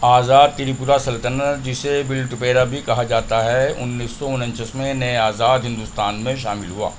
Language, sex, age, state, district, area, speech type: Urdu, male, 45-60, Delhi, North East Delhi, urban, read